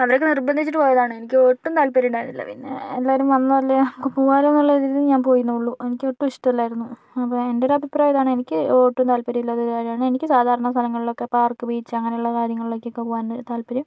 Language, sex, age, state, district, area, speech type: Malayalam, female, 45-60, Kerala, Kozhikode, urban, spontaneous